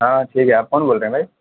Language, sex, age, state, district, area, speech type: Urdu, male, 18-30, Bihar, Purnia, rural, conversation